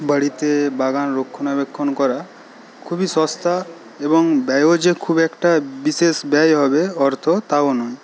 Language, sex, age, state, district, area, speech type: Bengali, male, 18-30, West Bengal, Paschim Medinipur, rural, spontaneous